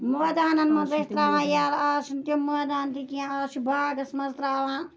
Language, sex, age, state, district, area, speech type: Kashmiri, female, 45-60, Jammu and Kashmir, Ganderbal, rural, spontaneous